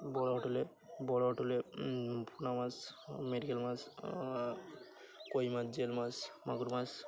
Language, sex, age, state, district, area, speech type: Bengali, male, 45-60, West Bengal, Birbhum, urban, spontaneous